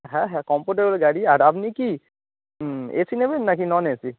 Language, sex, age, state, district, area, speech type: Bengali, male, 30-45, West Bengal, Howrah, urban, conversation